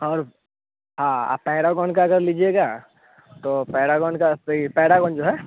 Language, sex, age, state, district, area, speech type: Hindi, male, 18-30, Bihar, Vaishali, rural, conversation